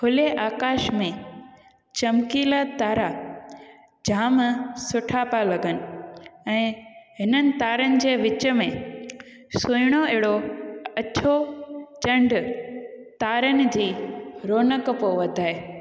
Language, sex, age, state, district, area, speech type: Sindhi, female, 18-30, Gujarat, Junagadh, urban, spontaneous